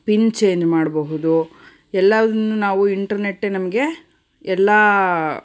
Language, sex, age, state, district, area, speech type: Kannada, female, 30-45, Karnataka, Davanagere, urban, spontaneous